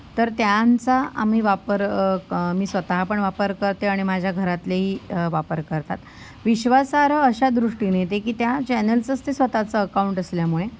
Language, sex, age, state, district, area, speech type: Marathi, female, 30-45, Maharashtra, Sindhudurg, rural, spontaneous